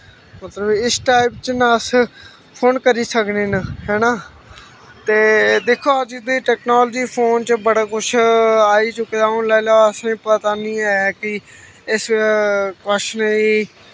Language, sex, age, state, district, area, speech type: Dogri, male, 18-30, Jammu and Kashmir, Samba, rural, spontaneous